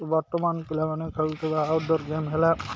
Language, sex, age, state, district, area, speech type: Odia, male, 30-45, Odisha, Malkangiri, urban, spontaneous